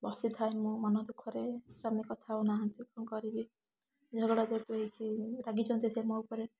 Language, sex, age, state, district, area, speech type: Odia, female, 18-30, Odisha, Balasore, rural, spontaneous